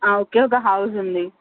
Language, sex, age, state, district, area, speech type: Telugu, female, 18-30, Telangana, Medchal, urban, conversation